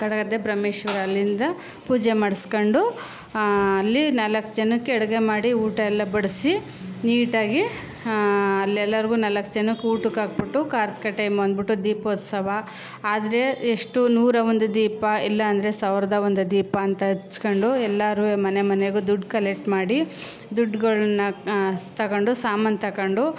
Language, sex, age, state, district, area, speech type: Kannada, female, 30-45, Karnataka, Chamarajanagar, rural, spontaneous